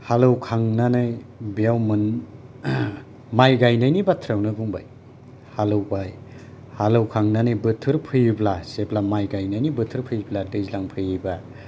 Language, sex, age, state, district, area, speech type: Bodo, male, 45-60, Assam, Kokrajhar, rural, spontaneous